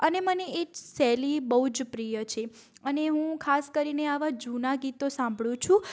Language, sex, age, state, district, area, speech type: Gujarati, female, 45-60, Gujarat, Mehsana, rural, spontaneous